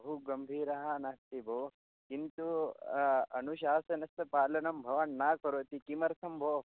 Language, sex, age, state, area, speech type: Sanskrit, male, 18-30, Maharashtra, rural, conversation